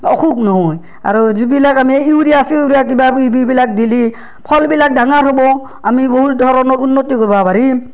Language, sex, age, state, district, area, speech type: Assamese, female, 30-45, Assam, Barpeta, rural, spontaneous